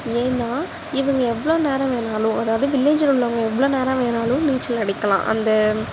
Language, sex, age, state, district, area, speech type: Tamil, female, 18-30, Tamil Nadu, Nagapattinam, rural, spontaneous